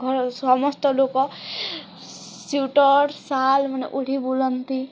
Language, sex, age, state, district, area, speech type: Odia, female, 18-30, Odisha, Kalahandi, rural, spontaneous